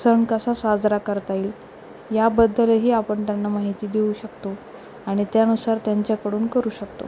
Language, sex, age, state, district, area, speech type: Marathi, female, 30-45, Maharashtra, Nanded, urban, spontaneous